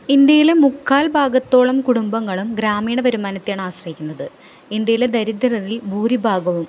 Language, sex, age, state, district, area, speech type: Malayalam, female, 18-30, Kerala, Ernakulam, rural, spontaneous